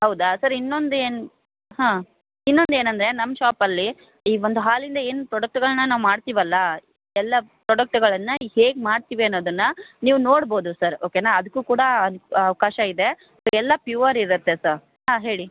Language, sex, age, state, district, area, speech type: Kannada, female, 18-30, Karnataka, Dharwad, rural, conversation